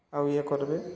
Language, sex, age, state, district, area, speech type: Odia, male, 30-45, Odisha, Subarnapur, urban, spontaneous